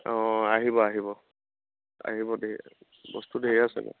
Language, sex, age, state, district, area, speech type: Assamese, male, 18-30, Assam, Jorhat, urban, conversation